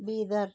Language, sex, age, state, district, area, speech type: Kannada, female, 45-60, Karnataka, Bidar, urban, spontaneous